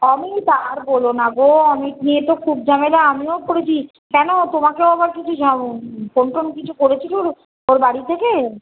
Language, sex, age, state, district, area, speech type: Bengali, female, 45-60, West Bengal, Birbhum, urban, conversation